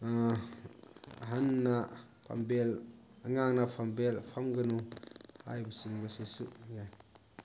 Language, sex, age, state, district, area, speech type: Manipuri, male, 30-45, Manipur, Thoubal, rural, spontaneous